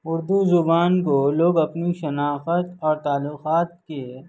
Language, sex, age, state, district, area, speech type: Urdu, male, 45-60, Telangana, Hyderabad, urban, spontaneous